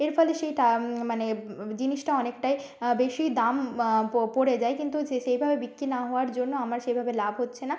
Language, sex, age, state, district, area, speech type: Bengali, female, 30-45, West Bengal, Nadia, rural, spontaneous